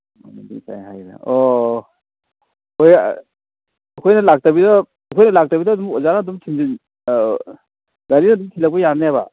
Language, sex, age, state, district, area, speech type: Manipuri, male, 60+, Manipur, Thoubal, rural, conversation